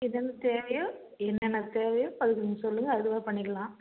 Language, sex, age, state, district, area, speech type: Tamil, female, 45-60, Tamil Nadu, Salem, rural, conversation